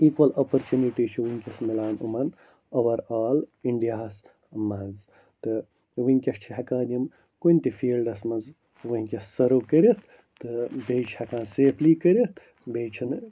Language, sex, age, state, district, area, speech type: Kashmiri, male, 30-45, Jammu and Kashmir, Bandipora, rural, spontaneous